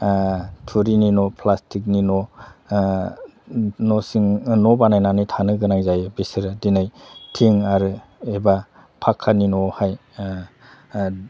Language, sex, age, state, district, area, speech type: Bodo, male, 45-60, Assam, Udalguri, rural, spontaneous